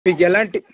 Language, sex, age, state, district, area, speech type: Telugu, male, 18-30, Andhra Pradesh, Sri Balaji, urban, conversation